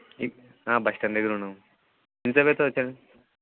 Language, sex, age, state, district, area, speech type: Telugu, male, 18-30, Andhra Pradesh, Kadapa, rural, conversation